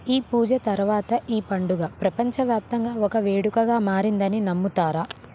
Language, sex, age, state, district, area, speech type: Telugu, female, 18-30, Telangana, Hyderabad, urban, read